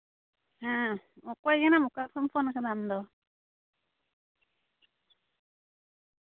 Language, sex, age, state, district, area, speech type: Santali, female, 30-45, West Bengal, Uttar Dinajpur, rural, conversation